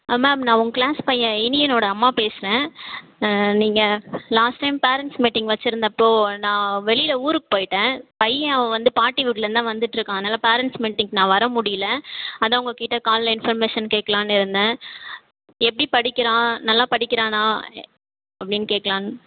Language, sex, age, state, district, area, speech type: Tamil, male, 30-45, Tamil Nadu, Cuddalore, rural, conversation